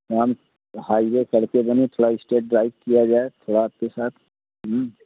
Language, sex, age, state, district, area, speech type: Hindi, male, 60+, Uttar Pradesh, Ayodhya, rural, conversation